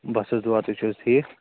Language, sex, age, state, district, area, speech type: Kashmiri, male, 30-45, Jammu and Kashmir, Kupwara, rural, conversation